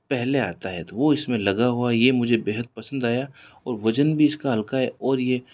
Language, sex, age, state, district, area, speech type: Hindi, male, 18-30, Rajasthan, Jodhpur, urban, spontaneous